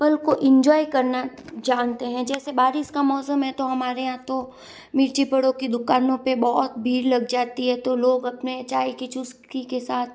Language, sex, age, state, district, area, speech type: Hindi, female, 18-30, Rajasthan, Jodhpur, urban, spontaneous